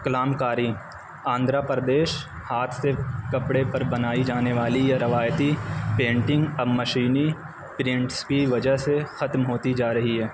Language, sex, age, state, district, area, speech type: Urdu, male, 30-45, Uttar Pradesh, Azamgarh, rural, spontaneous